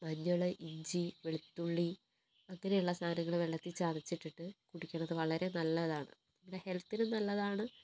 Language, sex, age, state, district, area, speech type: Malayalam, female, 30-45, Kerala, Wayanad, rural, spontaneous